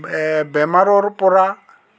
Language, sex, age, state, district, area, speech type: Assamese, male, 60+, Assam, Goalpara, urban, spontaneous